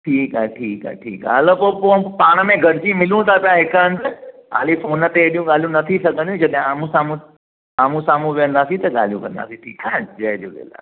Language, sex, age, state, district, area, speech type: Sindhi, male, 45-60, Maharashtra, Mumbai Suburban, urban, conversation